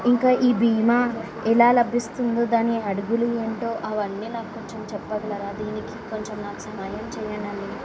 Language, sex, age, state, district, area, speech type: Telugu, female, 18-30, Telangana, Karimnagar, urban, spontaneous